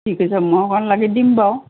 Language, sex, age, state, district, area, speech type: Assamese, female, 60+, Assam, Golaghat, urban, conversation